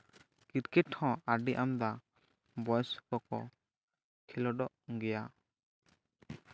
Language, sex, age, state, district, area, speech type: Santali, male, 18-30, West Bengal, Jhargram, rural, spontaneous